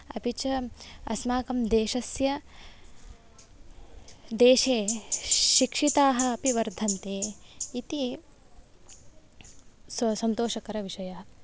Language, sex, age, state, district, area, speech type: Sanskrit, female, 18-30, Karnataka, Davanagere, urban, spontaneous